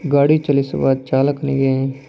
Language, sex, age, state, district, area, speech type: Kannada, male, 45-60, Karnataka, Tumkur, urban, spontaneous